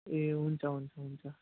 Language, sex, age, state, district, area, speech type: Nepali, male, 18-30, West Bengal, Jalpaiguri, rural, conversation